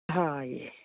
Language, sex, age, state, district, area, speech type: Punjabi, female, 45-60, Punjab, Fatehgarh Sahib, urban, conversation